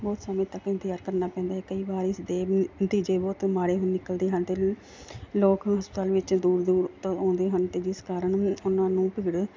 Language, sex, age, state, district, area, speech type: Punjabi, female, 30-45, Punjab, Mansa, urban, spontaneous